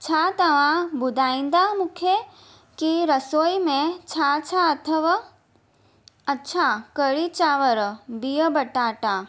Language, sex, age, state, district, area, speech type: Sindhi, female, 18-30, Maharashtra, Mumbai Suburban, urban, spontaneous